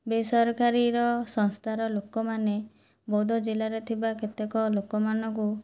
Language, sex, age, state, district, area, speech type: Odia, female, 30-45, Odisha, Boudh, rural, spontaneous